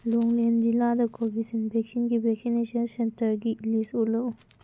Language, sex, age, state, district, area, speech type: Manipuri, female, 18-30, Manipur, Senapati, rural, read